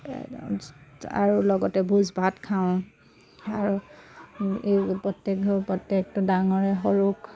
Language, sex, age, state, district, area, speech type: Assamese, female, 30-45, Assam, Dhemaji, rural, spontaneous